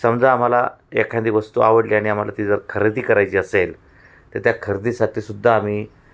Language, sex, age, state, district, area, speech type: Marathi, male, 45-60, Maharashtra, Nashik, urban, spontaneous